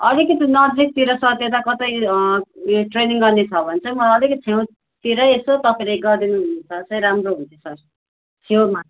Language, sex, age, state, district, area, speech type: Nepali, female, 30-45, West Bengal, Darjeeling, rural, conversation